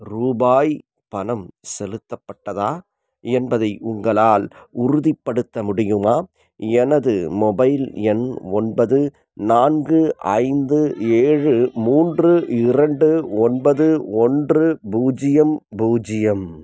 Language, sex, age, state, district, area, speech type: Tamil, male, 30-45, Tamil Nadu, Salem, rural, read